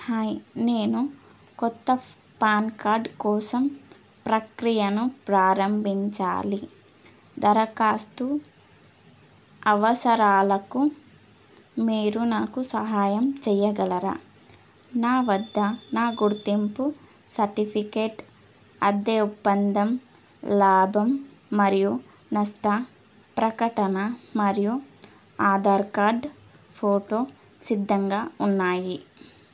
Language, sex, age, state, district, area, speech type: Telugu, female, 18-30, Telangana, Suryapet, urban, read